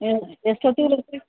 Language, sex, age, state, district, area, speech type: Kannada, female, 60+, Karnataka, Bidar, urban, conversation